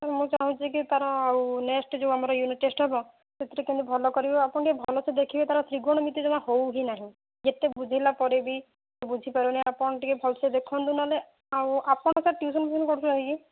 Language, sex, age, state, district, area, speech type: Odia, female, 45-60, Odisha, Jajpur, rural, conversation